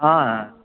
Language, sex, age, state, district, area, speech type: Sanskrit, male, 45-60, Telangana, Karimnagar, urban, conversation